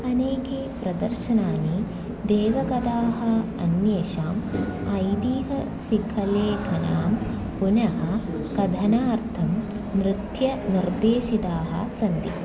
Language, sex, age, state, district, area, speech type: Sanskrit, female, 18-30, Kerala, Thrissur, urban, spontaneous